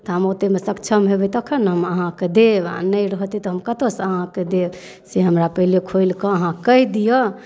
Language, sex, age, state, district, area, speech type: Maithili, female, 45-60, Bihar, Darbhanga, urban, spontaneous